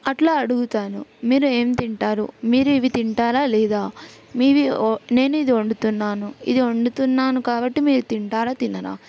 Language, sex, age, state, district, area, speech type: Telugu, female, 18-30, Telangana, Yadadri Bhuvanagiri, urban, spontaneous